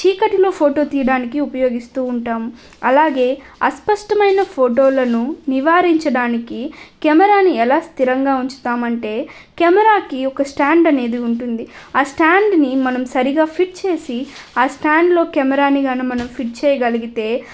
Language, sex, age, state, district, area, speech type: Telugu, female, 18-30, Andhra Pradesh, Nellore, rural, spontaneous